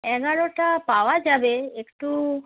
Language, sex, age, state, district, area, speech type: Bengali, female, 30-45, West Bengal, Darjeeling, rural, conversation